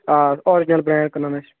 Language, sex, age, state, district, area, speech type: Kashmiri, male, 30-45, Jammu and Kashmir, Kulgam, rural, conversation